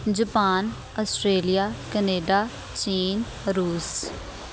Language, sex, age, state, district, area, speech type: Punjabi, female, 18-30, Punjab, Shaheed Bhagat Singh Nagar, urban, spontaneous